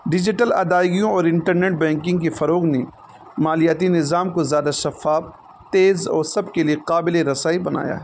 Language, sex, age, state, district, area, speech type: Urdu, male, 30-45, Uttar Pradesh, Balrampur, rural, spontaneous